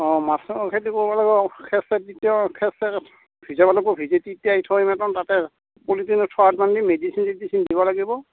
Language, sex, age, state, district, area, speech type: Assamese, male, 45-60, Assam, Barpeta, rural, conversation